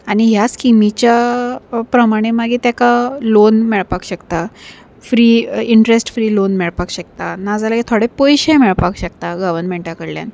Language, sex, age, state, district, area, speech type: Goan Konkani, female, 30-45, Goa, Salcete, urban, spontaneous